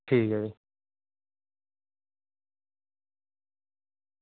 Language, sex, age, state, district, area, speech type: Dogri, male, 30-45, Jammu and Kashmir, Reasi, rural, conversation